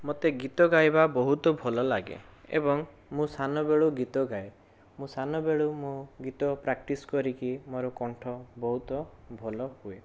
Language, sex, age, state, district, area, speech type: Odia, male, 18-30, Odisha, Bhadrak, rural, spontaneous